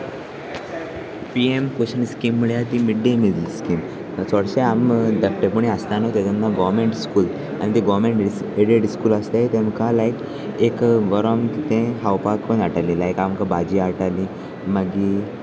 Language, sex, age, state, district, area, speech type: Goan Konkani, male, 18-30, Goa, Salcete, rural, spontaneous